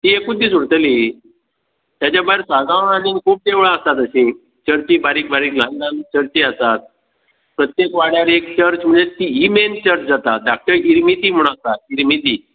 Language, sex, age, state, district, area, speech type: Goan Konkani, male, 60+, Goa, Bardez, rural, conversation